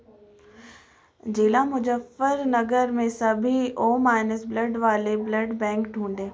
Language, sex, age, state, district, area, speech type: Hindi, female, 18-30, Madhya Pradesh, Chhindwara, urban, read